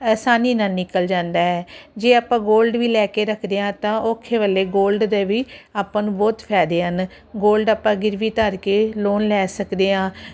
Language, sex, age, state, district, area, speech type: Punjabi, female, 45-60, Punjab, Ludhiana, urban, spontaneous